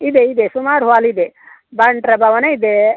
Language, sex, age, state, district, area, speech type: Kannada, female, 60+, Karnataka, Udupi, rural, conversation